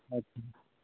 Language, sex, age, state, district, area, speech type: Hindi, male, 18-30, Madhya Pradesh, Jabalpur, urban, conversation